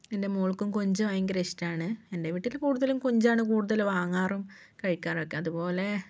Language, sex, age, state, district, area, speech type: Malayalam, female, 45-60, Kerala, Wayanad, rural, spontaneous